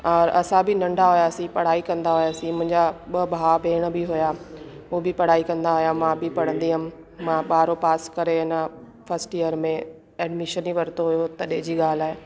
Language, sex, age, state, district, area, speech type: Sindhi, female, 30-45, Delhi, South Delhi, urban, spontaneous